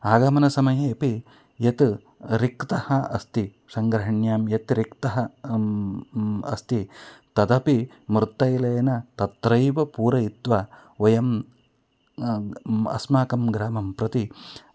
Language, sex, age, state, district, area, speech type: Sanskrit, male, 45-60, Karnataka, Shimoga, rural, spontaneous